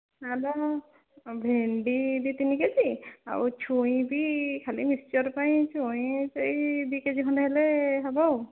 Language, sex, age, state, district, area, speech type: Odia, female, 18-30, Odisha, Dhenkanal, rural, conversation